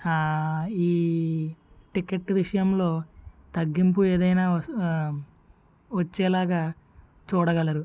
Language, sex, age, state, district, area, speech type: Telugu, male, 18-30, Andhra Pradesh, Konaseema, rural, spontaneous